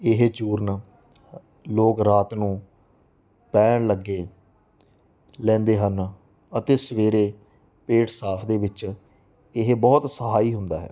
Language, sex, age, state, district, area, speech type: Punjabi, male, 30-45, Punjab, Mansa, rural, spontaneous